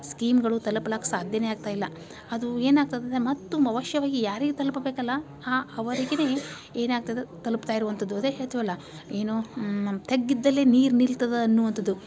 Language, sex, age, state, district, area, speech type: Kannada, female, 30-45, Karnataka, Dharwad, rural, spontaneous